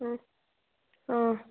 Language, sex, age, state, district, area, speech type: Assamese, female, 18-30, Assam, Majuli, urban, conversation